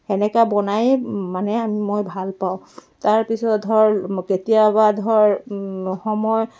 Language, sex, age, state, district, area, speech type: Assamese, female, 45-60, Assam, Dibrugarh, rural, spontaneous